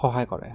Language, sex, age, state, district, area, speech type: Assamese, male, 18-30, Assam, Goalpara, urban, spontaneous